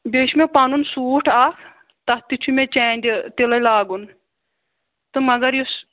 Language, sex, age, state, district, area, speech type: Kashmiri, female, 30-45, Jammu and Kashmir, Kulgam, rural, conversation